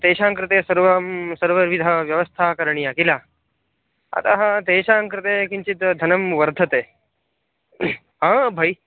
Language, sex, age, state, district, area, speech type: Sanskrit, male, 18-30, Karnataka, Dakshina Kannada, rural, conversation